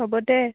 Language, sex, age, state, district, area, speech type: Assamese, female, 18-30, Assam, Barpeta, rural, conversation